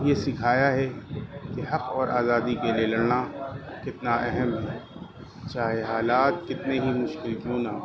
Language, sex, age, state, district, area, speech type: Urdu, male, 30-45, Delhi, East Delhi, urban, spontaneous